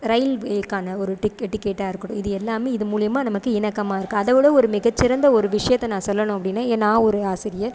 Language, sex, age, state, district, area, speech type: Tamil, female, 30-45, Tamil Nadu, Sivaganga, rural, spontaneous